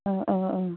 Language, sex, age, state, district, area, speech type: Bodo, female, 18-30, Assam, Baksa, rural, conversation